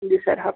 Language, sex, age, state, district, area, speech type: Hindi, male, 18-30, Uttar Pradesh, Sonbhadra, rural, conversation